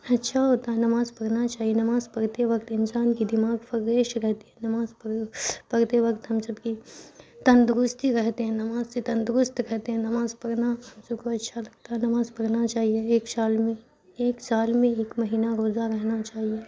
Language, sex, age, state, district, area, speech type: Urdu, female, 18-30, Bihar, Khagaria, urban, spontaneous